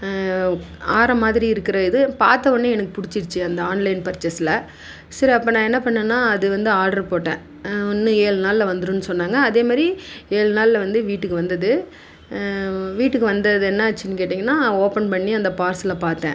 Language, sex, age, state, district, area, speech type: Tamil, female, 60+, Tamil Nadu, Dharmapuri, rural, spontaneous